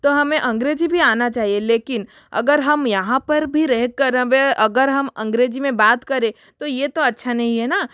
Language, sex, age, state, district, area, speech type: Hindi, female, 45-60, Rajasthan, Jodhpur, rural, spontaneous